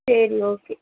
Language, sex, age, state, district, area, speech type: Tamil, female, 30-45, Tamil Nadu, Nilgiris, urban, conversation